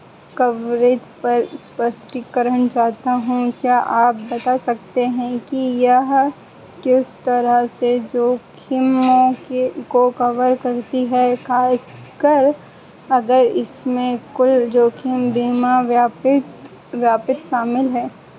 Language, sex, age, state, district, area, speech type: Hindi, female, 18-30, Madhya Pradesh, Harda, urban, read